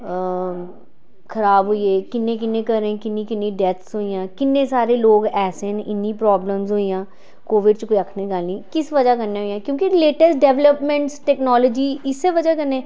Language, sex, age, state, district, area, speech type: Dogri, female, 45-60, Jammu and Kashmir, Jammu, urban, spontaneous